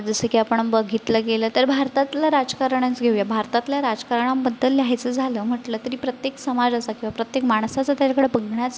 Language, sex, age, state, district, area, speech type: Marathi, female, 18-30, Maharashtra, Sindhudurg, rural, spontaneous